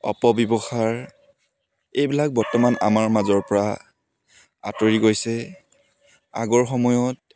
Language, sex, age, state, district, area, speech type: Assamese, male, 18-30, Assam, Dibrugarh, urban, spontaneous